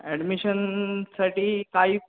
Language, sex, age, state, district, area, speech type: Marathi, male, 18-30, Maharashtra, Ratnagiri, urban, conversation